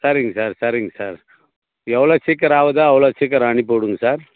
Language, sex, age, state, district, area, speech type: Tamil, male, 45-60, Tamil Nadu, Viluppuram, rural, conversation